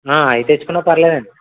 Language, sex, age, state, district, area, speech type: Telugu, male, 18-30, Andhra Pradesh, Konaseema, rural, conversation